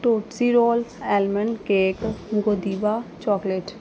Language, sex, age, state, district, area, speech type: Punjabi, female, 30-45, Punjab, Gurdaspur, urban, spontaneous